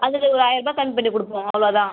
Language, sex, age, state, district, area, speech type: Tamil, female, 18-30, Tamil Nadu, Kallakurichi, rural, conversation